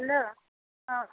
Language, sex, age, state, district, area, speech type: Odia, female, 45-60, Odisha, Sundergarh, rural, conversation